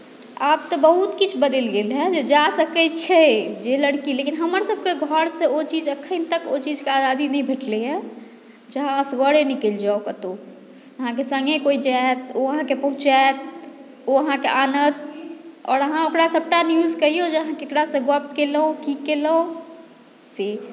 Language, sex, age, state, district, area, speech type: Maithili, female, 30-45, Bihar, Madhubani, rural, spontaneous